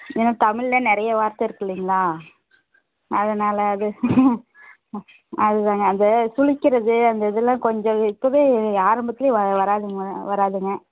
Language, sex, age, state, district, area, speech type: Tamil, female, 30-45, Tamil Nadu, Namakkal, rural, conversation